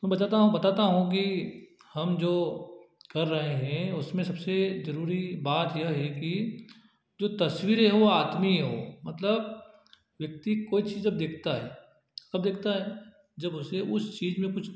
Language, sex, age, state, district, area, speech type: Hindi, male, 30-45, Madhya Pradesh, Ujjain, rural, spontaneous